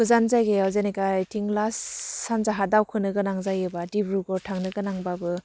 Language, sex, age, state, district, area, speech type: Bodo, female, 30-45, Assam, Udalguri, urban, spontaneous